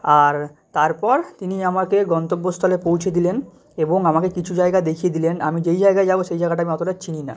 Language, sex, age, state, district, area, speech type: Bengali, male, 18-30, West Bengal, South 24 Parganas, rural, spontaneous